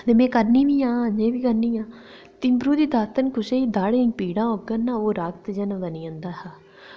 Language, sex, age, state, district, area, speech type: Dogri, female, 30-45, Jammu and Kashmir, Reasi, rural, spontaneous